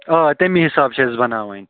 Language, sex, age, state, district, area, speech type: Kashmiri, male, 18-30, Jammu and Kashmir, Ganderbal, rural, conversation